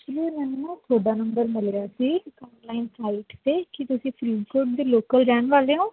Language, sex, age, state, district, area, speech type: Punjabi, female, 18-30, Punjab, Faridkot, urban, conversation